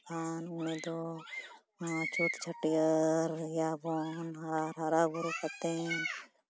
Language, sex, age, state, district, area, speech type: Santali, female, 30-45, Jharkhand, East Singhbhum, rural, spontaneous